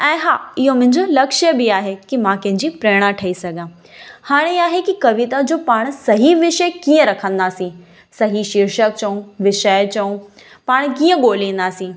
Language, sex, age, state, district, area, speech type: Sindhi, female, 18-30, Gujarat, Kutch, urban, spontaneous